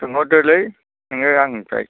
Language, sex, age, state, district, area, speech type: Bodo, male, 60+, Assam, Chirang, rural, conversation